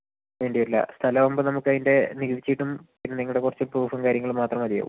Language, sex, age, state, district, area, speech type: Malayalam, male, 30-45, Kerala, Wayanad, rural, conversation